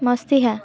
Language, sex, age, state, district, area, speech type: Odia, female, 18-30, Odisha, Kendrapara, urban, spontaneous